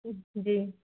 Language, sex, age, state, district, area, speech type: Hindi, female, 30-45, Uttar Pradesh, Ayodhya, rural, conversation